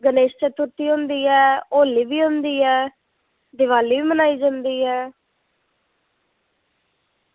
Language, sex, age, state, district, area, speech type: Dogri, female, 45-60, Jammu and Kashmir, Reasi, urban, conversation